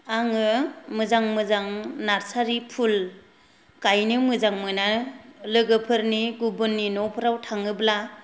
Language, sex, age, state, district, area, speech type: Bodo, female, 45-60, Assam, Kokrajhar, rural, spontaneous